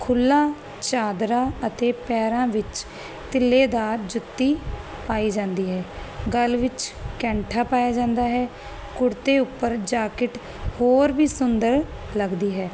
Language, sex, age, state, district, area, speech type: Punjabi, female, 30-45, Punjab, Barnala, rural, spontaneous